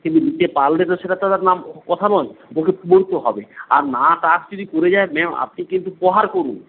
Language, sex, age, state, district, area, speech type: Bengali, male, 45-60, West Bengal, Paschim Medinipur, rural, conversation